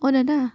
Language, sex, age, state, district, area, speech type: Assamese, female, 18-30, Assam, Jorhat, urban, spontaneous